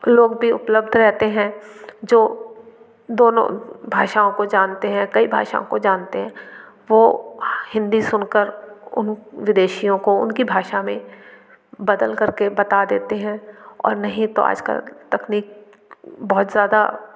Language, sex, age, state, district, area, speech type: Hindi, female, 60+, Madhya Pradesh, Gwalior, rural, spontaneous